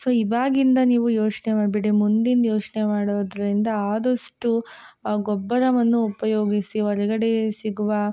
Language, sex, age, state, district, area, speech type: Kannada, female, 18-30, Karnataka, Hassan, urban, spontaneous